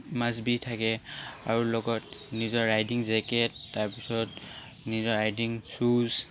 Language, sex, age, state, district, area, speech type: Assamese, male, 18-30, Assam, Charaideo, urban, spontaneous